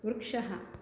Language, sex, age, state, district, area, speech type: Sanskrit, female, 60+, Andhra Pradesh, Krishna, urban, read